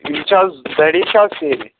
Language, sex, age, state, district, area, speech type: Kashmiri, male, 18-30, Jammu and Kashmir, Pulwama, urban, conversation